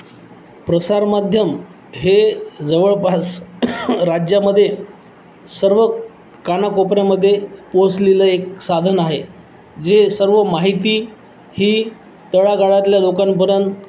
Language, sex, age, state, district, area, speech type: Marathi, male, 30-45, Maharashtra, Nanded, urban, spontaneous